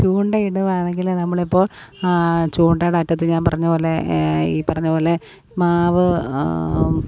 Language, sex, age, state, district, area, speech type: Malayalam, female, 30-45, Kerala, Alappuzha, rural, spontaneous